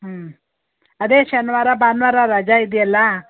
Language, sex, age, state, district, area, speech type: Kannada, female, 60+, Karnataka, Mandya, rural, conversation